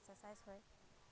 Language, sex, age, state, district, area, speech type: Assamese, female, 30-45, Assam, Lakhimpur, rural, spontaneous